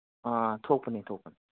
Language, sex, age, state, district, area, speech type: Manipuri, male, 30-45, Manipur, Kangpokpi, urban, conversation